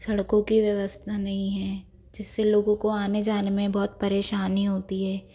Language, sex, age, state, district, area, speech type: Hindi, female, 30-45, Madhya Pradesh, Bhopal, urban, spontaneous